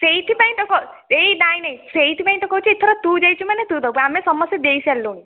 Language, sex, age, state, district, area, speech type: Odia, female, 18-30, Odisha, Nayagarh, rural, conversation